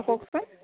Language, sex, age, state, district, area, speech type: Assamese, female, 60+, Assam, Dibrugarh, rural, conversation